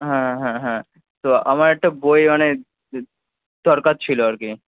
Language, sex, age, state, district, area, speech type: Bengali, male, 18-30, West Bengal, Kolkata, urban, conversation